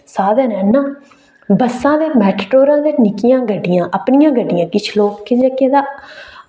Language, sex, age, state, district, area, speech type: Dogri, female, 18-30, Jammu and Kashmir, Reasi, rural, spontaneous